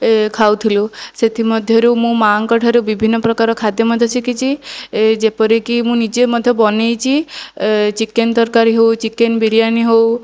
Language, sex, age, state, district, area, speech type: Odia, female, 18-30, Odisha, Jajpur, rural, spontaneous